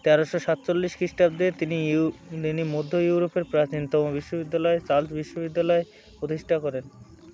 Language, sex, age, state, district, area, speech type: Bengali, male, 18-30, West Bengal, Uttar Dinajpur, urban, read